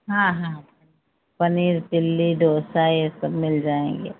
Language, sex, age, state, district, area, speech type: Hindi, female, 60+, Uttar Pradesh, Ayodhya, rural, conversation